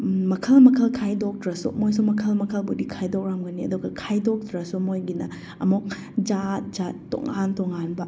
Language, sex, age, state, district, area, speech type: Manipuri, female, 30-45, Manipur, Chandel, rural, spontaneous